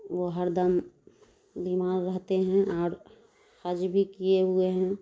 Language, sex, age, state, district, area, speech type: Urdu, female, 30-45, Bihar, Darbhanga, rural, spontaneous